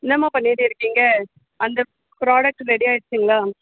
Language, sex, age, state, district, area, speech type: Tamil, female, 18-30, Tamil Nadu, Vellore, urban, conversation